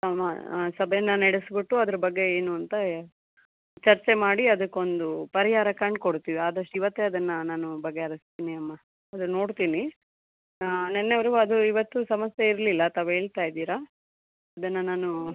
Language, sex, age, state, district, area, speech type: Kannada, female, 30-45, Karnataka, Chikkaballapur, urban, conversation